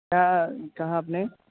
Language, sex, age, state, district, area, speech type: Urdu, male, 18-30, Bihar, Purnia, rural, conversation